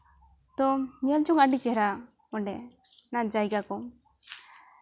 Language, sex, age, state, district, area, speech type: Santali, female, 18-30, West Bengal, Jhargram, rural, spontaneous